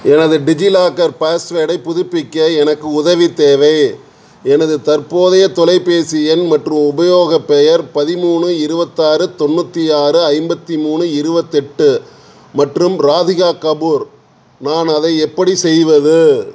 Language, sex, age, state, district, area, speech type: Tamil, male, 60+, Tamil Nadu, Tiruchirappalli, urban, read